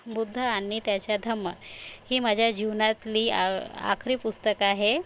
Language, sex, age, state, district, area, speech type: Marathi, female, 60+, Maharashtra, Nagpur, rural, spontaneous